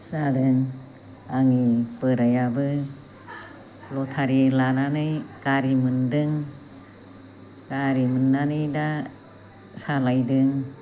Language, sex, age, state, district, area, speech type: Bodo, female, 45-60, Assam, Chirang, rural, spontaneous